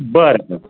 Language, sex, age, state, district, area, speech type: Marathi, male, 60+, Maharashtra, Raigad, rural, conversation